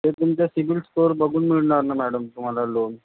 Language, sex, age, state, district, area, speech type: Marathi, male, 45-60, Maharashtra, Nagpur, urban, conversation